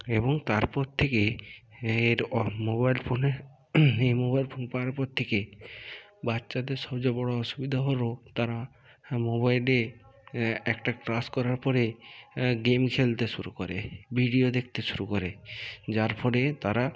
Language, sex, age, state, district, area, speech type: Bengali, male, 45-60, West Bengal, Bankura, urban, spontaneous